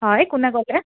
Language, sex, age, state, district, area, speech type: Assamese, female, 30-45, Assam, Kamrup Metropolitan, urban, conversation